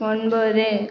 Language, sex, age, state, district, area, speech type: Tamil, female, 18-30, Tamil Nadu, Cuddalore, rural, read